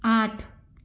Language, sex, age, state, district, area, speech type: Hindi, female, 60+, Madhya Pradesh, Bhopal, urban, read